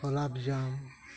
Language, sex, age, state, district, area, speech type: Santali, male, 60+, West Bengal, Dakshin Dinajpur, rural, spontaneous